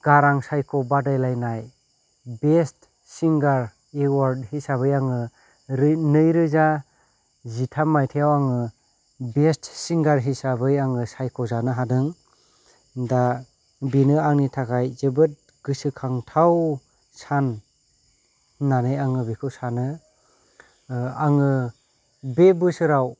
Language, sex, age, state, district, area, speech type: Bodo, male, 30-45, Assam, Kokrajhar, rural, spontaneous